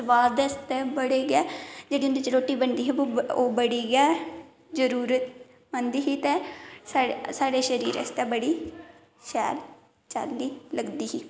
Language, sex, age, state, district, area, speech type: Dogri, female, 18-30, Jammu and Kashmir, Kathua, rural, spontaneous